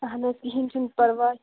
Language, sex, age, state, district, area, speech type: Kashmiri, female, 30-45, Jammu and Kashmir, Shopian, rural, conversation